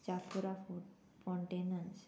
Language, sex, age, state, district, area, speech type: Goan Konkani, female, 18-30, Goa, Murmgao, rural, spontaneous